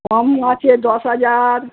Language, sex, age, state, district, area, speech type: Bengali, female, 60+, West Bengal, Darjeeling, rural, conversation